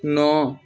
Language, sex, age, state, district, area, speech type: Odia, male, 18-30, Odisha, Nuapada, urban, read